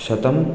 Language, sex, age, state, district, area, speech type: Sanskrit, male, 18-30, Karnataka, Raichur, urban, spontaneous